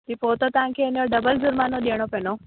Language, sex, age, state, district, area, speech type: Sindhi, female, 18-30, Rajasthan, Ajmer, urban, conversation